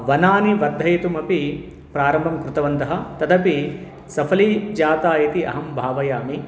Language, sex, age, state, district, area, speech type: Sanskrit, male, 30-45, Telangana, Medchal, urban, spontaneous